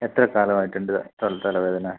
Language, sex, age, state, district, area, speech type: Malayalam, male, 30-45, Kerala, Kasaragod, urban, conversation